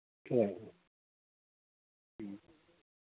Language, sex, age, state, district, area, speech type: Manipuri, male, 60+, Manipur, Thoubal, rural, conversation